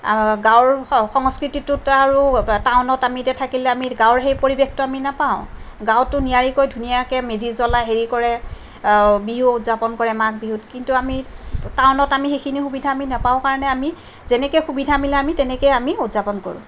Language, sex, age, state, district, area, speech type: Assamese, female, 30-45, Assam, Kamrup Metropolitan, urban, spontaneous